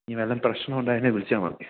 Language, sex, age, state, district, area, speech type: Malayalam, male, 18-30, Kerala, Idukki, rural, conversation